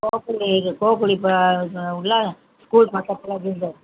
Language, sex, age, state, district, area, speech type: Tamil, female, 60+, Tamil Nadu, Ariyalur, rural, conversation